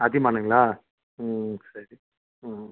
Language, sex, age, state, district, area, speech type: Tamil, male, 45-60, Tamil Nadu, Krishnagiri, rural, conversation